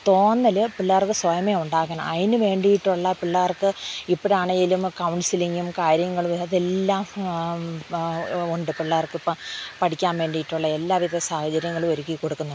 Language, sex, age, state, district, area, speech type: Malayalam, female, 45-60, Kerala, Thiruvananthapuram, urban, spontaneous